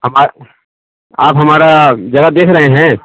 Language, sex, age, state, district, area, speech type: Urdu, male, 30-45, Bihar, East Champaran, urban, conversation